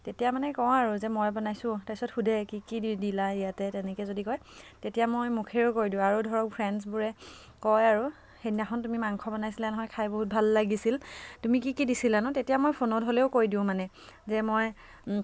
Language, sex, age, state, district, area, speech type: Assamese, female, 18-30, Assam, Biswanath, rural, spontaneous